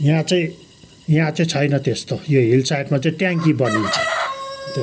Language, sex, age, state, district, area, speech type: Nepali, male, 60+, West Bengal, Kalimpong, rural, spontaneous